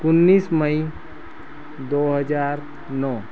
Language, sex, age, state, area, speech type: Hindi, male, 30-45, Madhya Pradesh, rural, spontaneous